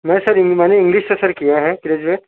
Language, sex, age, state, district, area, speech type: Urdu, male, 30-45, Uttar Pradesh, Lucknow, urban, conversation